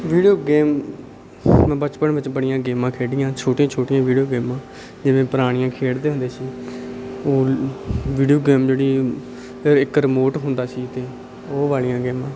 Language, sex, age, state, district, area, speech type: Punjabi, male, 30-45, Punjab, Bathinda, urban, spontaneous